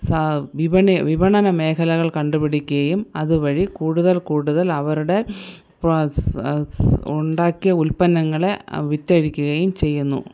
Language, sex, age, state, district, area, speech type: Malayalam, female, 45-60, Kerala, Thiruvananthapuram, urban, spontaneous